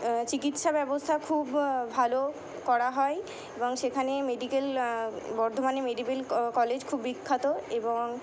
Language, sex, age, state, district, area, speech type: Bengali, female, 60+, West Bengal, Purba Bardhaman, urban, spontaneous